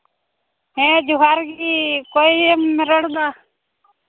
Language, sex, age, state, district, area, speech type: Santali, female, 18-30, Jharkhand, Pakur, rural, conversation